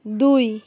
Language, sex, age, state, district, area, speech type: Odia, female, 30-45, Odisha, Malkangiri, urban, read